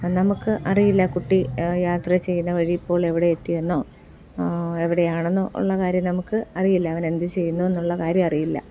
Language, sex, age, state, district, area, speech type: Malayalam, female, 30-45, Kerala, Thiruvananthapuram, urban, spontaneous